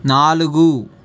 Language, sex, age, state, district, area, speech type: Telugu, male, 18-30, Andhra Pradesh, Palnadu, urban, read